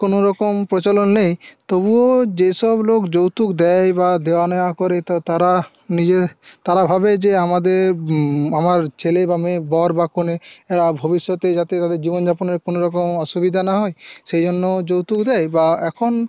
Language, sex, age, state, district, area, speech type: Bengali, male, 18-30, West Bengal, Paschim Medinipur, rural, spontaneous